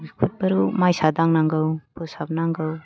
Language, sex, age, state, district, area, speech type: Bodo, female, 45-60, Assam, Kokrajhar, urban, spontaneous